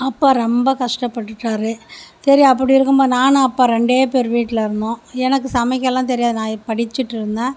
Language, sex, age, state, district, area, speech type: Tamil, female, 30-45, Tamil Nadu, Mayiladuthurai, rural, spontaneous